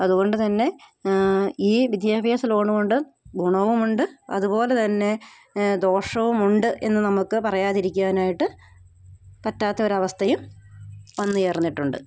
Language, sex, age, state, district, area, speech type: Malayalam, female, 30-45, Kerala, Idukki, rural, spontaneous